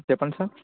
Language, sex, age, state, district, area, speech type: Telugu, male, 18-30, Telangana, Ranga Reddy, urban, conversation